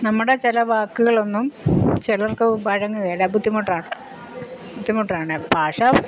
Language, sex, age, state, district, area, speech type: Malayalam, female, 60+, Kerala, Kottayam, rural, spontaneous